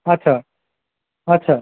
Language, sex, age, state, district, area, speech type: Bengali, male, 45-60, West Bengal, North 24 Parganas, urban, conversation